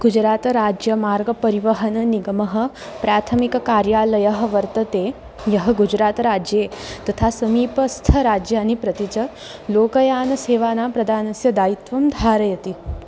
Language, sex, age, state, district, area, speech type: Sanskrit, female, 18-30, Maharashtra, Wardha, urban, read